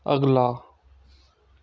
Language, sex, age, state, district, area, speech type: Hindi, male, 18-30, Madhya Pradesh, Bhopal, urban, read